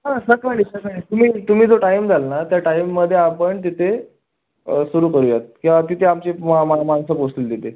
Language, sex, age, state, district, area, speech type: Marathi, male, 18-30, Maharashtra, Raigad, rural, conversation